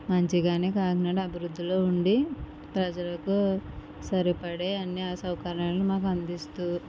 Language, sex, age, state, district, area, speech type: Telugu, female, 60+, Andhra Pradesh, Kakinada, rural, spontaneous